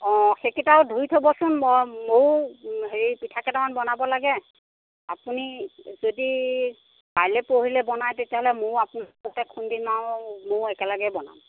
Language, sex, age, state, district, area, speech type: Assamese, female, 45-60, Assam, Nagaon, rural, conversation